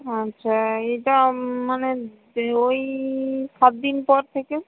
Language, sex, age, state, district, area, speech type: Bengali, female, 60+, West Bengal, Purba Medinipur, rural, conversation